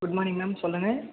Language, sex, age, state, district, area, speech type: Tamil, male, 18-30, Tamil Nadu, Thanjavur, rural, conversation